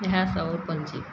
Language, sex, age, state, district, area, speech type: Maithili, female, 60+, Bihar, Madhepura, urban, spontaneous